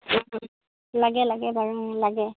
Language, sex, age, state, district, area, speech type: Assamese, female, 30-45, Assam, Golaghat, rural, conversation